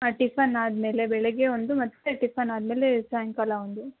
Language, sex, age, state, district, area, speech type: Kannada, female, 30-45, Karnataka, Hassan, rural, conversation